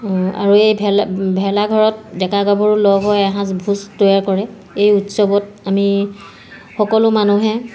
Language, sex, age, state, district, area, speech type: Assamese, female, 45-60, Assam, Sivasagar, urban, spontaneous